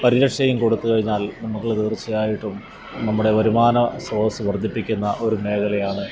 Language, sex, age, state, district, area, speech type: Malayalam, male, 45-60, Kerala, Alappuzha, urban, spontaneous